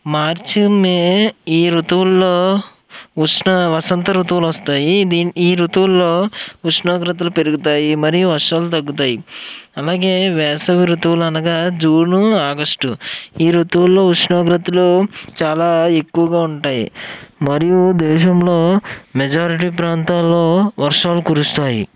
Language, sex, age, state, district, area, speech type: Telugu, male, 18-30, Andhra Pradesh, Eluru, urban, spontaneous